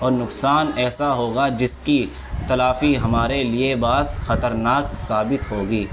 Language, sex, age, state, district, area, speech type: Urdu, male, 18-30, Uttar Pradesh, Gautam Buddha Nagar, rural, spontaneous